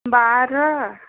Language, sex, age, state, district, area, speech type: Hindi, female, 18-30, Uttar Pradesh, Prayagraj, rural, conversation